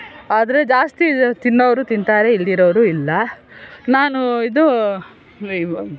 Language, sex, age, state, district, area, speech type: Kannada, female, 60+, Karnataka, Bangalore Rural, rural, spontaneous